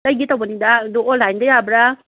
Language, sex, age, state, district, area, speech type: Manipuri, female, 60+, Manipur, Kangpokpi, urban, conversation